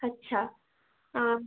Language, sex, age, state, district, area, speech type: Bengali, female, 18-30, West Bengal, Bankura, urban, conversation